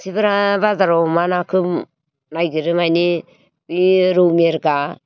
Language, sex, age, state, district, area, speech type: Bodo, female, 60+, Assam, Baksa, rural, spontaneous